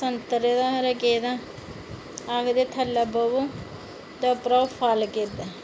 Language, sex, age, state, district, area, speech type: Dogri, female, 30-45, Jammu and Kashmir, Reasi, rural, spontaneous